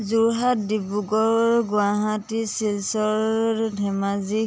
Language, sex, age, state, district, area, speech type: Assamese, female, 30-45, Assam, Majuli, urban, spontaneous